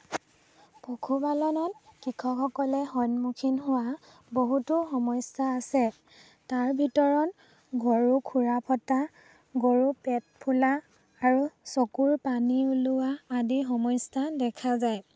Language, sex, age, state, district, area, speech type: Assamese, female, 18-30, Assam, Dhemaji, rural, spontaneous